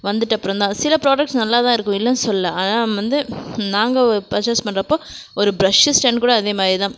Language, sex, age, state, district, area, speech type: Tamil, female, 45-60, Tamil Nadu, Krishnagiri, rural, spontaneous